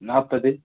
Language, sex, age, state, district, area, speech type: Tamil, male, 18-30, Tamil Nadu, Nagapattinam, rural, conversation